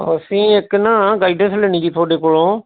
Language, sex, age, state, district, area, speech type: Punjabi, male, 60+, Punjab, Shaheed Bhagat Singh Nagar, urban, conversation